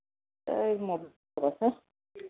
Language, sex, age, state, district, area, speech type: Telugu, female, 30-45, Telangana, Vikarabad, urban, conversation